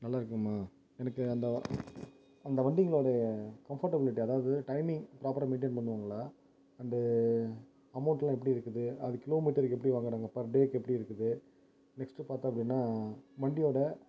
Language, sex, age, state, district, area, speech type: Tamil, male, 18-30, Tamil Nadu, Ariyalur, rural, spontaneous